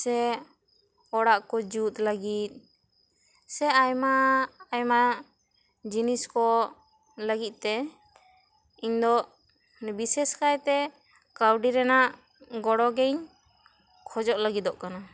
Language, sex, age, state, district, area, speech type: Santali, female, 18-30, West Bengal, Bankura, rural, spontaneous